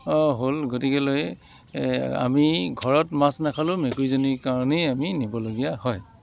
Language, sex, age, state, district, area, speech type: Assamese, male, 45-60, Assam, Dibrugarh, rural, spontaneous